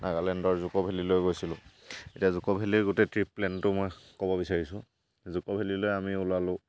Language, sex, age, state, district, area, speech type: Assamese, male, 45-60, Assam, Charaideo, rural, spontaneous